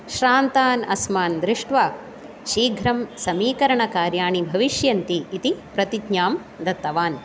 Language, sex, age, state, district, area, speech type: Sanskrit, female, 30-45, Kerala, Ernakulam, urban, spontaneous